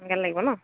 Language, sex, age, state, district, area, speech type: Assamese, female, 30-45, Assam, Dhemaji, urban, conversation